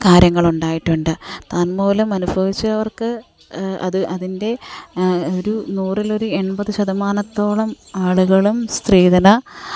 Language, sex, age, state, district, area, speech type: Malayalam, female, 30-45, Kerala, Alappuzha, rural, spontaneous